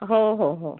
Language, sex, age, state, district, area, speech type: Marathi, female, 45-60, Maharashtra, Amravati, rural, conversation